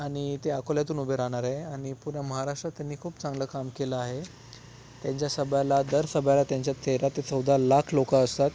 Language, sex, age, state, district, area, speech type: Marathi, male, 30-45, Maharashtra, Thane, urban, spontaneous